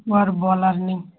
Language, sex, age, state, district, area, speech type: Bengali, female, 30-45, West Bengal, Darjeeling, urban, conversation